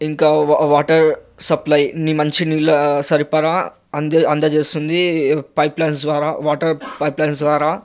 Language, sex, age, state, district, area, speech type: Telugu, male, 18-30, Telangana, Ranga Reddy, urban, spontaneous